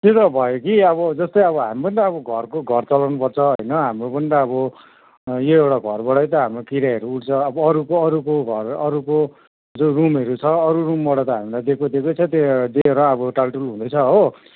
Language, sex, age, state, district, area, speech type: Nepali, male, 45-60, West Bengal, Kalimpong, rural, conversation